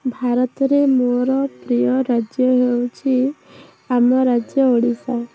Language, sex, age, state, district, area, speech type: Odia, female, 18-30, Odisha, Bhadrak, rural, spontaneous